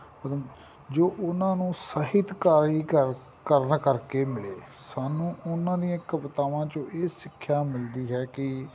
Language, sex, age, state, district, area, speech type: Punjabi, male, 45-60, Punjab, Amritsar, rural, spontaneous